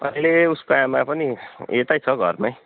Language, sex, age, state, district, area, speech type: Nepali, male, 18-30, West Bengal, Darjeeling, rural, conversation